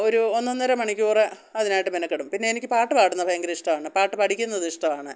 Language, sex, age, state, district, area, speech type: Malayalam, female, 60+, Kerala, Pathanamthitta, rural, spontaneous